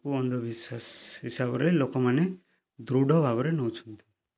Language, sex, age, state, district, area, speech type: Odia, male, 30-45, Odisha, Kalahandi, rural, spontaneous